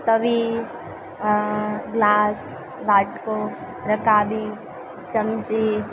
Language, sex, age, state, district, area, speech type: Gujarati, female, 18-30, Gujarat, Junagadh, rural, spontaneous